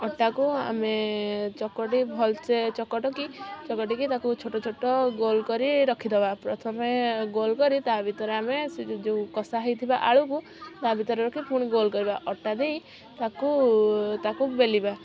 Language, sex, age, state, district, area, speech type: Odia, female, 18-30, Odisha, Kendujhar, urban, spontaneous